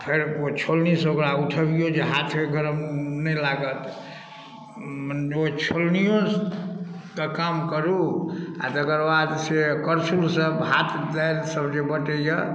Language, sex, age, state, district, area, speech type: Maithili, male, 45-60, Bihar, Darbhanga, rural, spontaneous